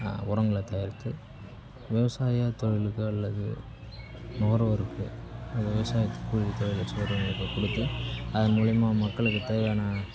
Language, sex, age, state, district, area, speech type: Tamil, male, 30-45, Tamil Nadu, Cuddalore, rural, spontaneous